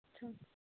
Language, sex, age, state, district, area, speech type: Marathi, female, 18-30, Maharashtra, Nagpur, urban, conversation